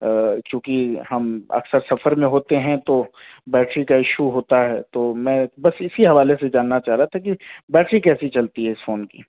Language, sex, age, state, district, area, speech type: Urdu, male, 30-45, Delhi, South Delhi, urban, conversation